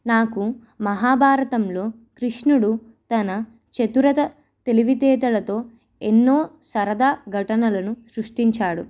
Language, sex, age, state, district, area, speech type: Telugu, female, 18-30, Telangana, Nirmal, urban, spontaneous